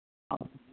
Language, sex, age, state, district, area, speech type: Manipuri, female, 60+, Manipur, Kangpokpi, urban, conversation